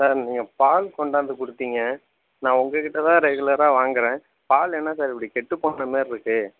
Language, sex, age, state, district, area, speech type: Tamil, male, 45-60, Tamil Nadu, Tiruchirappalli, rural, conversation